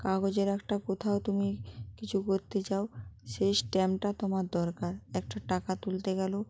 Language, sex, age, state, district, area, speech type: Bengali, female, 30-45, West Bengal, Jalpaiguri, rural, spontaneous